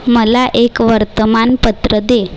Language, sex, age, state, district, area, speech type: Marathi, female, 18-30, Maharashtra, Nagpur, urban, read